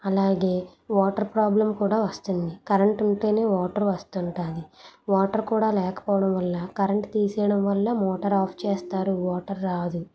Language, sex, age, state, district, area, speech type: Telugu, female, 30-45, Andhra Pradesh, Anakapalli, urban, spontaneous